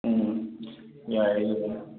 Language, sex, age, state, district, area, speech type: Manipuri, male, 18-30, Manipur, Imphal West, urban, conversation